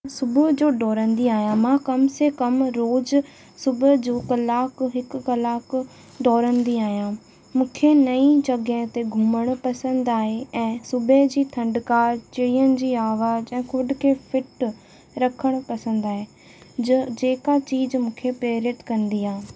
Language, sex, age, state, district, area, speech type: Sindhi, female, 18-30, Rajasthan, Ajmer, urban, spontaneous